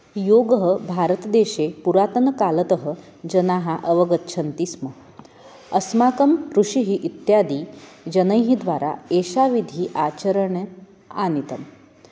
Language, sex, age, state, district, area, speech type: Sanskrit, female, 30-45, Maharashtra, Nagpur, urban, spontaneous